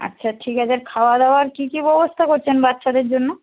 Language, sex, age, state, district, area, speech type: Bengali, female, 45-60, West Bengal, Jhargram, rural, conversation